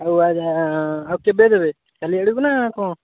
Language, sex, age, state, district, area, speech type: Odia, male, 18-30, Odisha, Jagatsinghpur, rural, conversation